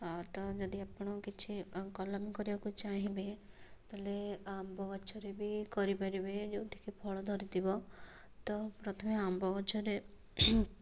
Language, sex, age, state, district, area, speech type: Odia, female, 18-30, Odisha, Cuttack, urban, spontaneous